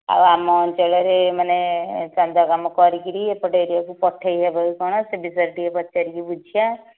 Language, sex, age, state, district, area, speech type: Odia, female, 30-45, Odisha, Nayagarh, rural, conversation